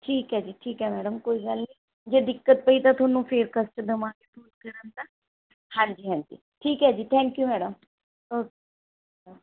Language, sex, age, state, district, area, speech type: Punjabi, female, 30-45, Punjab, Mansa, urban, conversation